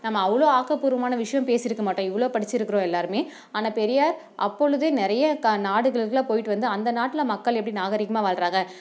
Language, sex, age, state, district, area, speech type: Tamil, female, 30-45, Tamil Nadu, Dharmapuri, rural, spontaneous